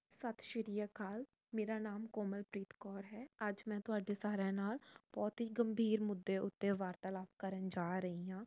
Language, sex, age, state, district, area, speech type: Punjabi, female, 18-30, Punjab, Jalandhar, urban, spontaneous